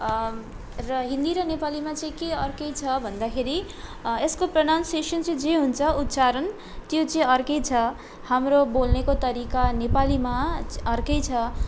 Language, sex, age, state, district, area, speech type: Nepali, female, 18-30, West Bengal, Darjeeling, rural, spontaneous